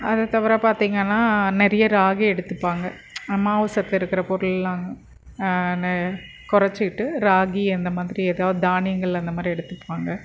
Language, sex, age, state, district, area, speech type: Tamil, female, 30-45, Tamil Nadu, Krishnagiri, rural, spontaneous